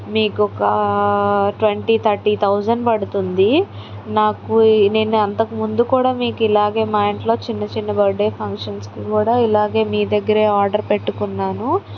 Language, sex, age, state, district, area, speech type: Telugu, female, 30-45, Andhra Pradesh, Palnadu, rural, spontaneous